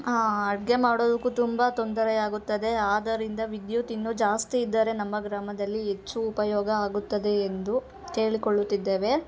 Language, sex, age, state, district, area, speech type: Kannada, female, 30-45, Karnataka, Hassan, urban, spontaneous